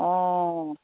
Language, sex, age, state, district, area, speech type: Assamese, female, 45-60, Assam, Dibrugarh, rural, conversation